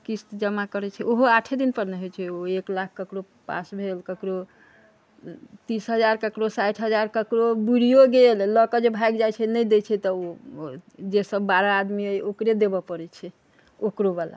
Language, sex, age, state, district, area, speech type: Maithili, female, 60+, Bihar, Sitamarhi, rural, spontaneous